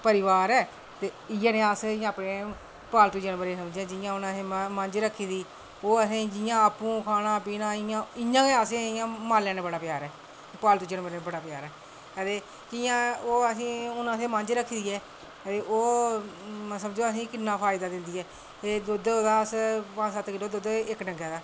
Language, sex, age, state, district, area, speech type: Dogri, female, 45-60, Jammu and Kashmir, Reasi, rural, spontaneous